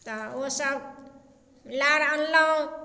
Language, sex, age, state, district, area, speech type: Maithili, female, 45-60, Bihar, Darbhanga, rural, spontaneous